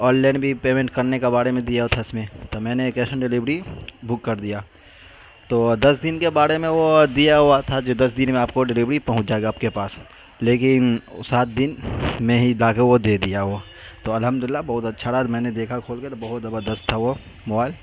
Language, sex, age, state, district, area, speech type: Urdu, male, 18-30, Bihar, Madhubani, rural, spontaneous